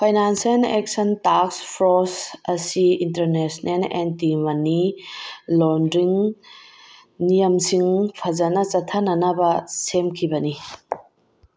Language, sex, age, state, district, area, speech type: Manipuri, female, 45-60, Manipur, Bishnupur, rural, read